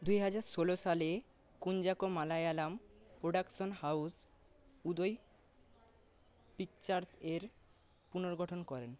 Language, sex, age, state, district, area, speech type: Bengali, male, 30-45, West Bengal, Paschim Medinipur, rural, read